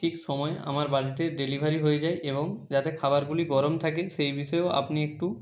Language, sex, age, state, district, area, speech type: Bengali, male, 60+, West Bengal, Purba Medinipur, rural, spontaneous